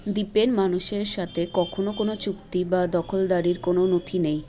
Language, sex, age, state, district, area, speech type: Bengali, female, 18-30, West Bengal, Malda, rural, read